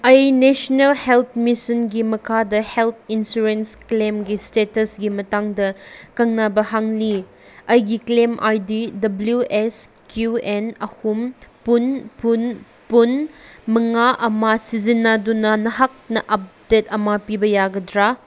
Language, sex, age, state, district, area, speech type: Manipuri, female, 18-30, Manipur, Senapati, rural, read